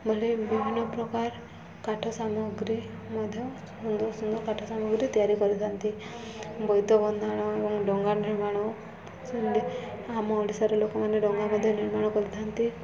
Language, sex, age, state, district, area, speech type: Odia, female, 18-30, Odisha, Subarnapur, urban, spontaneous